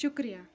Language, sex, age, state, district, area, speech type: Kashmiri, female, 18-30, Jammu and Kashmir, Ganderbal, rural, spontaneous